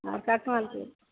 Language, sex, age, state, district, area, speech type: Kannada, female, 60+, Karnataka, Dakshina Kannada, rural, conversation